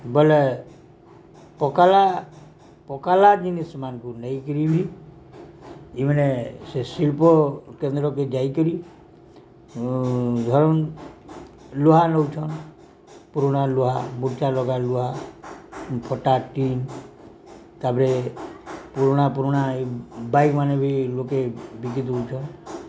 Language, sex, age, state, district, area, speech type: Odia, male, 60+, Odisha, Balangir, urban, spontaneous